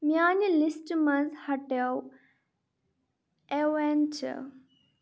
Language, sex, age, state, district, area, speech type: Kashmiri, female, 45-60, Jammu and Kashmir, Kupwara, rural, read